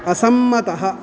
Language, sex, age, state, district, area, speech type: Sanskrit, male, 45-60, Karnataka, Udupi, urban, read